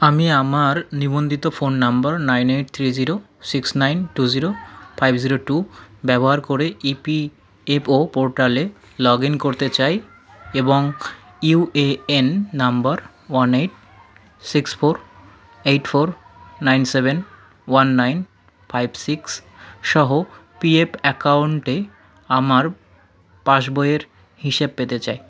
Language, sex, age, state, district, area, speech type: Bengali, male, 45-60, West Bengal, South 24 Parganas, rural, read